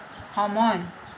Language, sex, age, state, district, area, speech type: Assamese, female, 45-60, Assam, Lakhimpur, rural, read